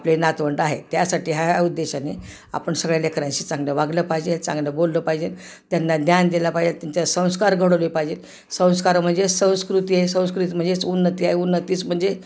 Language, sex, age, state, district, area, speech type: Marathi, female, 60+, Maharashtra, Osmanabad, rural, spontaneous